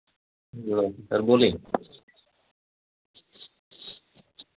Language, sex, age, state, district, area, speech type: Hindi, male, 30-45, Uttar Pradesh, Azamgarh, rural, conversation